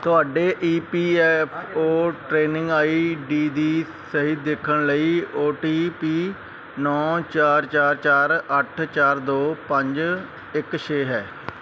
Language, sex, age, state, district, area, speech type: Punjabi, male, 18-30, Punjab, Kapurthala, urban, read